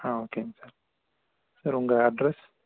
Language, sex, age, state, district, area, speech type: Tamil, male, 18-30, Tamil Nadu, Erode, rural, conversation